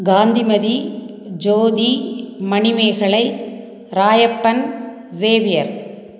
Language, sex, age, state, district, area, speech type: Tamil, female, 45-60, Tamil Nadu, Tiruppur, rural, spontaneous